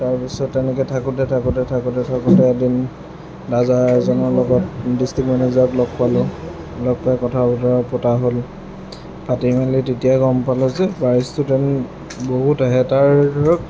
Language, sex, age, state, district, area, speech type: Assamese, male, 18-30, Assam, Lakhimpur, rural, spontaneous